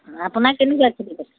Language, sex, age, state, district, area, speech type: Assamese, male, 60+, Assam, Majuli, urban, conversation